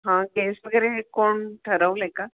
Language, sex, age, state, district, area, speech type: Marathi, female, 60+, Maharashtra, Pune, urban, conversation